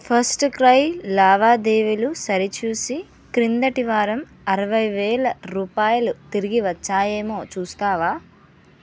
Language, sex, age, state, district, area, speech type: Telugu, female, 18-30, Telangana, Ranga Reddy, urban, read